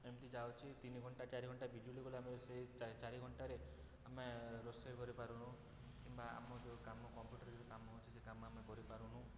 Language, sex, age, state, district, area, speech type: Odia, male, 30-45, Odisha, Cuttack, urban, spontaneous